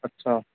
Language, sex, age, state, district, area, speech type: Sindhi, male, 30-45, Madhya Pradesh, Katni, urban, conversation